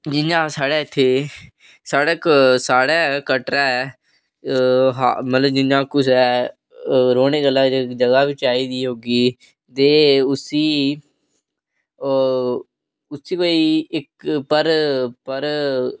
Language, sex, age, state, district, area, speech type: Dogri, male, 18-30, Jammu and Kashmir, Reasi, rural, spontaneous